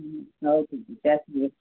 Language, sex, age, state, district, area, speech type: Odia, female, 45-60, Odisha, Sundergarh, rural, conversation